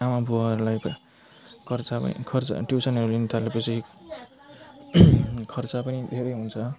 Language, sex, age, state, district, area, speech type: Nepali, male, 30-45, West Bengal, Jalpaiguri, rural, spontaneous